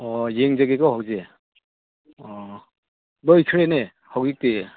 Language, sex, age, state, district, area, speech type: Manipuri, male, 60+, Manipur, Chandel, rural, conversation